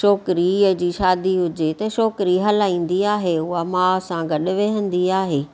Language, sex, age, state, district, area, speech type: Sindhi, female, 45-60, Maharashtra, Thane, urban, spontaneous